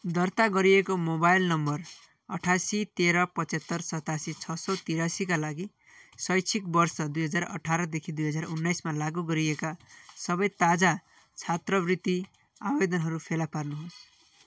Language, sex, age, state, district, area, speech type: Nepali, male, 45-60, West Bengal, Darjeeling, rural, read